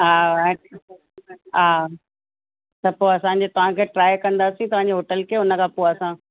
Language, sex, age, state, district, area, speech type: Sindhi, female, 45-60, Uttar Pradesh, Lucknow, rural, conversation